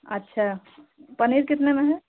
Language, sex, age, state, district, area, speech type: Hindi, female, 60+, Uttar Pradesh, Pratapgarh, rural, conversation